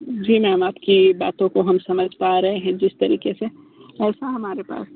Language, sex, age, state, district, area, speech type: Hindi, male, 18-30, Uttar Pradesh, Sonbhadra, rural, conversation